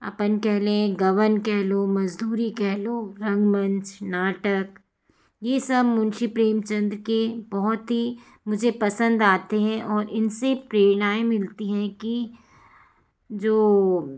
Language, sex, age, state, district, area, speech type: Hindi, female, 45-60, Madhya Pradesh, Jabalpur, urban, spontaneous